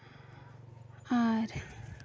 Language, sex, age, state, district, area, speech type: Santali, female, 18-30, Jharkhand, East Singhbhum, rural, spontaneous